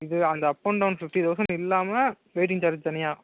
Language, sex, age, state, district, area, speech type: Tamil, male, 30-45, Tamil Nadu, Ariyalur, rural, conversation